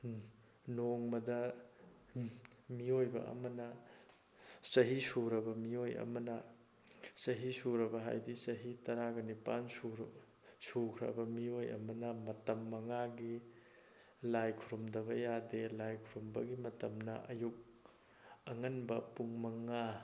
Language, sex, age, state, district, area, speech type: Manipuri, male, 45-60, Manipur, Thoubal, rural, spontaneous